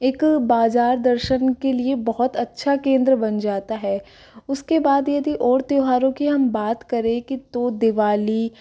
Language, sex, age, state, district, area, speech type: Hindi, female, 18-30, Rajasthan, Jaipur, urban, spontaneous